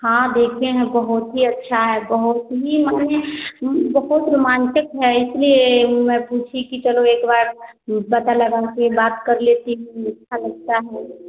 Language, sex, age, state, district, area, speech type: Hindi, female, 30-45, Bihar, Samastipur, rural, conversation